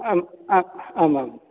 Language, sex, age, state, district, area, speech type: Sanskrit, male, 45-60, Rajasthan, Bharatpur, urban, conversation